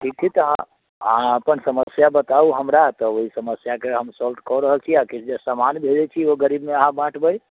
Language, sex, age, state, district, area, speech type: Maithili, male, 45-60, Bihar, Muzaffarpur, urban, conversation